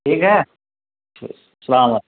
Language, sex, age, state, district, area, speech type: Urdu, male, 30-45, Delhi, New Delhi, urban, conversation